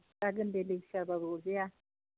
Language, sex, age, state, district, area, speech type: Bodo, female, 30-45, Assam, Chirang, rural, conversation